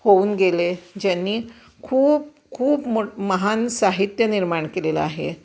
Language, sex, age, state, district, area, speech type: Marathi, female, 45-60, Maharashtra, Kolhapur, urban, spontaneous